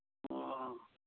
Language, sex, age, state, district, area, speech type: Manipuri, male, 30-45, Manipur, Churachandpur, rural, conversation